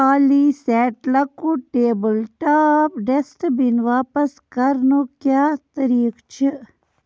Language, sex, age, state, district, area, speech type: Kashmiri, female, 60+, Jammu and Kashmir, Budgam, rural, read